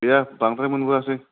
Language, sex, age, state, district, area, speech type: Bodo, male, 30-45, Assam, Kokrajhar, urban, conversation